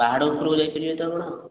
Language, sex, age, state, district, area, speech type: Odia, male, 18-30, Odisha, Khordha, rural, conversation